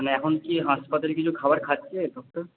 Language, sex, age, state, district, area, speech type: Bengali, male, 18-30, West Bengal, Purba Bardhaman, urban, conversation